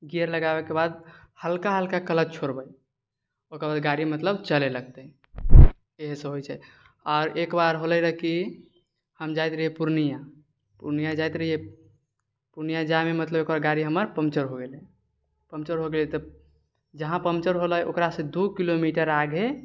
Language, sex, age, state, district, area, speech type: Maithili, male, 18-30, Bihar, Purnia, rural, spontaneous